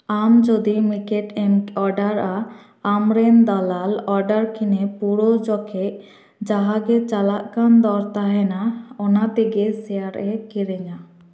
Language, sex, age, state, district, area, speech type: Santali, female, 18-30, West Bengal, Purba Bardhaman, rural, read